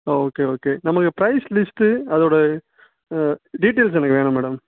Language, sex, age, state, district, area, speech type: Tamil, male, 18-30, Tamil Nadu, Ranipet, urban, conversation